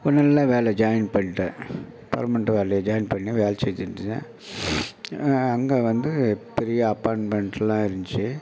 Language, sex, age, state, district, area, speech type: Tamil, male, 60+, Tamil Nadu, Mayiladuthurai, rural, spontaneous